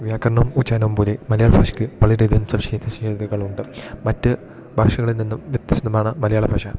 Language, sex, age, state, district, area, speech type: Malayalam, male, 18-30, Kerala, Idukki, rural, spontaneous